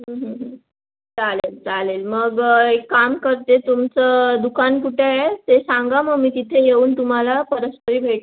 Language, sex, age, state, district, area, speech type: Marathi, female, 18-30, Maharashtra, Raigad, rural, conversation